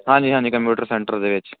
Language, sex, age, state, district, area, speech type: Punjabi, male, 18-30, Punjab, Firozpur, rural, conversation